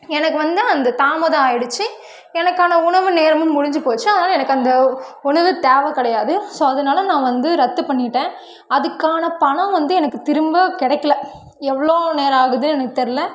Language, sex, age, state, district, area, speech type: Tamil, female, 18-30, Tamil Nadu, Karur, rural, spontaneous